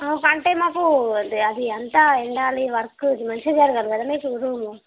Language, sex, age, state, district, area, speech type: Telugu, female, 30-45, Telangana, Karimnagar, rural, conversation